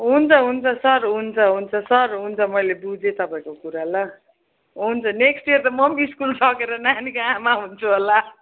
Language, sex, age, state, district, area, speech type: Nepali, female, 45-60, West Bengal, Kalimpong, rural, conversation